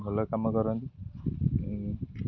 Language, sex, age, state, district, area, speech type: Odia, male, 18-30, Odisha, Jagatsinghpur, rural, spontaneous